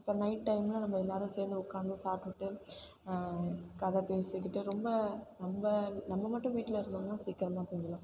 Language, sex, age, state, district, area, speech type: Tamil, female, 18-30, Tamil Nadu, Thanjavur, urban, spontaneous